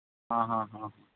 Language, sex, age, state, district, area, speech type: Malayalam, male, 45-60, Kerala, Alappuzha, urban, conversation